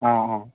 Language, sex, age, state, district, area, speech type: Assamese, male, 18-30, Assam, Lakhimpur, rural, conversation